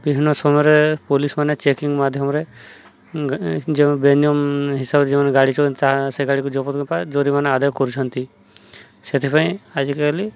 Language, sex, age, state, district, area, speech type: Odia, male, 30-45, Odisha, Subarnapur, urban, spontaneous